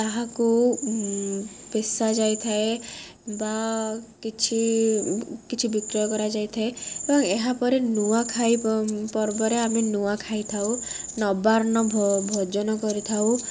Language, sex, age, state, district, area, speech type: Odia, female, 18-30, Odisha, Rayagada, rural, spontaneous